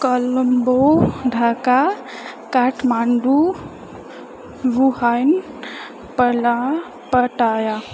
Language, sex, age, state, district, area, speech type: Maithili, female, 30-45, Bihar, Purnia, urban, spontaneous